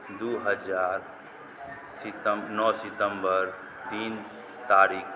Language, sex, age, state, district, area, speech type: Maithili, male, 45-60, Bihar, Madhubani, rural, read